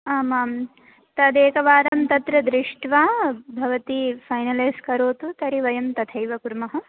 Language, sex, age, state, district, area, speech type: Sanskrit, female, 18-30, Telangana, Medchal, urban, conversation